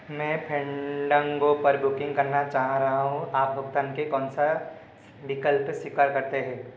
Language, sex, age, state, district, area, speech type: Hindi, male, 18-30, Madhya Pradesh, Seoni, urban, read